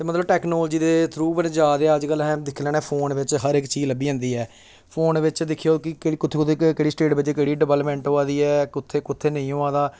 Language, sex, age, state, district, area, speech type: Dogri, male, 18-30, Jammu and Kashmir, Samba, rural, spontaneous